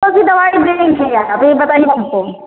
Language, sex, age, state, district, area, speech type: Hindi, female, 45-60, Uttar Pradesh, Ayodhya, rural, conversation